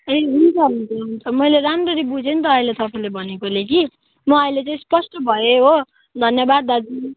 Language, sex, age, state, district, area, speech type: Nepali, female, 18-30, West Bengal, Kalimpong, rural, conversation